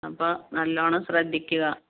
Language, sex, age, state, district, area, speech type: Malayalam, female, 45-60, Kerala, Malappuram, rural, conversation